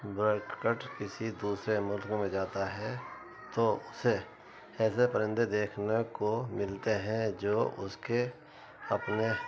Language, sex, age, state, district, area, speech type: Urdu, male, 60+, Uttar Pradesh, Muzaffarnagar, urban, spontaneous